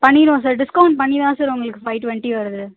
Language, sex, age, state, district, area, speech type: Tamil, female, 30-45, Tamil Nadu, Ariyalur, rural, conversation